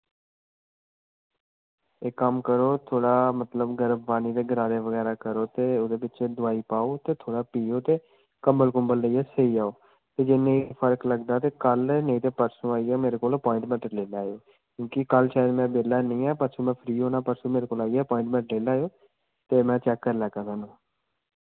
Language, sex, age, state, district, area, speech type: Dogri, male, 18-30, Jammu and Kashmir, Samba, rural, conversation